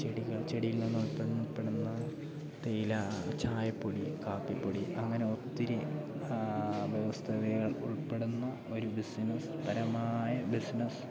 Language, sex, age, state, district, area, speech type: Malayalam, male, 18-30, Kerala, Idukki, rural, spontaneous